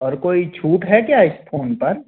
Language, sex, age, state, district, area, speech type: Hindi, male, 30-45, Madhya Pradesh, Jabalpur, urban, conversation